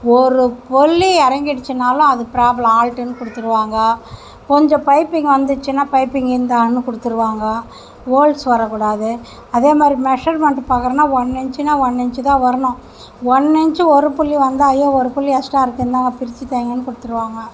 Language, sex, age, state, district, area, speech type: Tamil, female, 60+, Tamil Nadu, Mayiladuthurai, urban, spontaneous